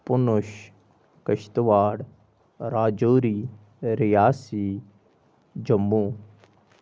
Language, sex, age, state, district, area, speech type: Kashmiri, male, 30-45, Jammu and Kashmir, Anantnag, rural, spontaneous